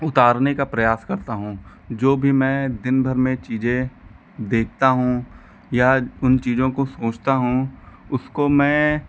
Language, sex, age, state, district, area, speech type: Hindi, male, 45-60, Uttar Pradesh, Lucknow, rural, spontaneous